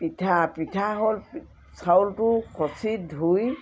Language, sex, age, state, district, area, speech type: Assamese, female, 60+, Assam, Dhemaji, rural, spontaneous